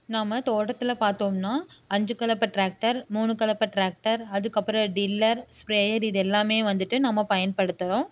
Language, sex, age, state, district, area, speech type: Tamil, female, 30-45, Tamil Nadu, Erode, rural, spontaneous